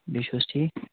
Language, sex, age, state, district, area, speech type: Kashmiri, male, 30-45, Jammu and Kashmir, Kupwara, rural, conversation